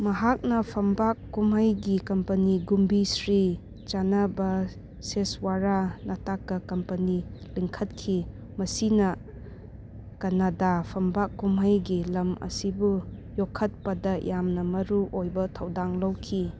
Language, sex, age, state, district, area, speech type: Manipuri, female, 30-45, Manipur, Churachandpur, rural, read